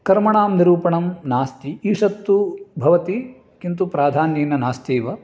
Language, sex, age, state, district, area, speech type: Sanskrit, male, 45-60, Karnataka, Uttara Kannada, urban, spontaneous